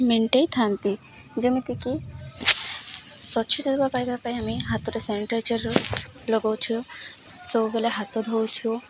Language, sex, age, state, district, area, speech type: Odia, female, 18-30, Odisha, Malkangiri, urban, spontaneous